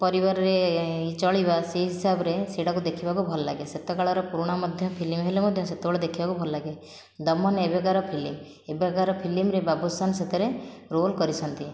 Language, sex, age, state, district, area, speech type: Odia, female, 30-45, Odisha, Khordha, rural, spontaneous